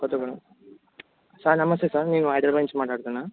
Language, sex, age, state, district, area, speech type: Telugu, male, 18-30, Telangana, Bhadradri Kothagudem, urban, conversation